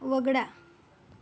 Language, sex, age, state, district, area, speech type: Marathi, female, 45-60, Maharashtra, Yavatmal, rural, read